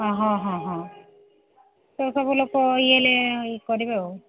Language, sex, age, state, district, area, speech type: Odia, female, 60+, Odisha, Gajapati, rural, conversation